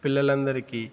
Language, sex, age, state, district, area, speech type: Telugu, male, 18-30, Andhra Pradesh, Eluru, rural, spontaneous